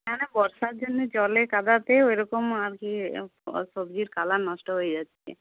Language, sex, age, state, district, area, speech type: Bengali, female, 45-60, West Bengal, Uttar Dinajpur, rural, conversation